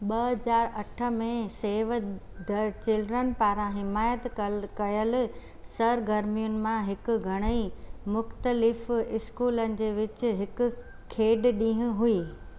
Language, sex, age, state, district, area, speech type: Sindhi, female, 45-60, Gujarat, Surat, urban, read